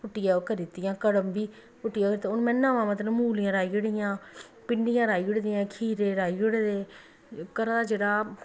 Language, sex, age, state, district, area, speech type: Dogri, female, 30-45, Jammu and Kashmir, Samba, rural, spontaneous